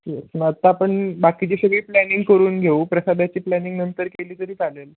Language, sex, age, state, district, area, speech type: Marathi, male, 18-30, Maharashtra, Osmanabad, rural, conversation